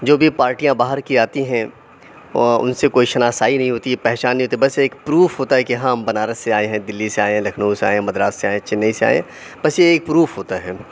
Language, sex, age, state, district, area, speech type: Urdu, male, 30-45, Uttar Pradesh, Mau, urban, spontaneous